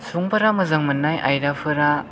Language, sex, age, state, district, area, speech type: Bodo, male, 18-30, Assam, Chirang, rural, spontaneous